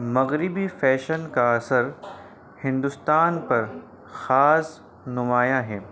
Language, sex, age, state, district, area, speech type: Urdu, male, 30-45, Delhi, North East Delhi, urban, spontaneous